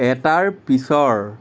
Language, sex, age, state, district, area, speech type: Assamese, male, 30-45, Assam, Nagaon, rural, read